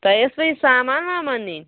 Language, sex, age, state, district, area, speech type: Kashmiri, female, 18-30, Jammu and Kashmir, Kulgam, rural, conversation